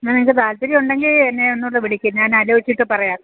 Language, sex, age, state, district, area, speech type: Malayalam, female, 60+, Kerala, Kottayam, rural, conversation